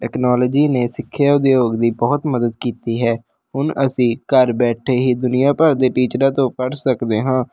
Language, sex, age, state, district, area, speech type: Punjabi, male, 18-30, Punjab, Hoshiarpur, rural, spontaneous